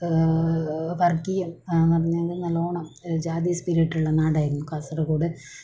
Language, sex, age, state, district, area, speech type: Malayalam, female, 18-30, Kerala, Kasaragod, rural, spontaneous